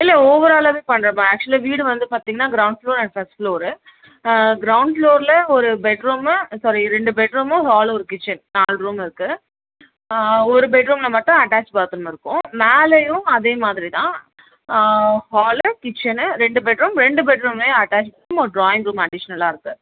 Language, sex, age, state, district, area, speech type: Tamil, female, 30-45, Tamil Nadu, Tiruvallur, rural, conversation